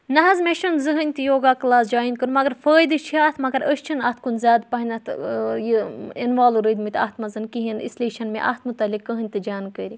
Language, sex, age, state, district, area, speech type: Kashmiri, female, 18-30, Jammu and Kashmir, Budgam, rural, spontaneous